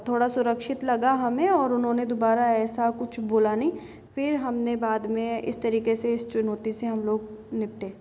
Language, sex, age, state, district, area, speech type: Hindi, female, 30-45, Rajasthan, Jaipur, urban, spontaneous